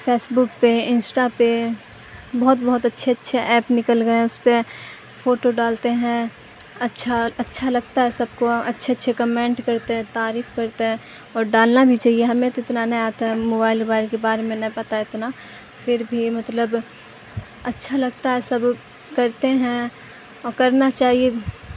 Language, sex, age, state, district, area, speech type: Urdu, female, 18-30, Bihar, Supaul, rural, spontaneous